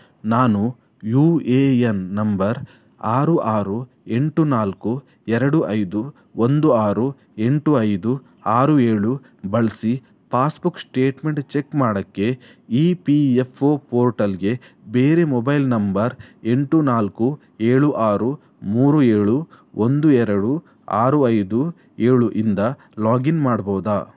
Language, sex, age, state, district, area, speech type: Kannada, male, 18-30, Karnataka, Udupi, rural, read